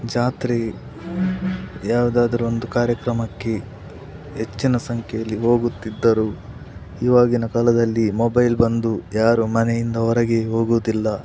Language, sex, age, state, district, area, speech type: Kannada, male, 30-45, Karnataka, Dakshina Kannada, rural, spontaneous